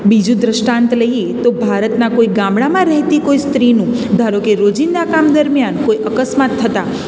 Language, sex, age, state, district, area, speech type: Gujarati, female, 30-45, Gujarat, Surat, urban, spontaneous